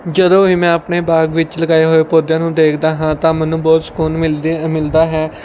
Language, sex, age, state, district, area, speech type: Punjabi, male, 18-30, Punjab, Mohali, rural, spontaneous